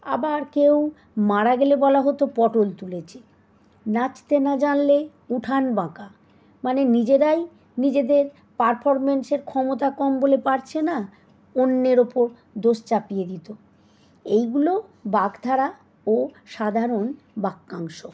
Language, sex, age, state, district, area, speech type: Bengali, female, 45-60, West Bengal, Howrah, urban, spontaneous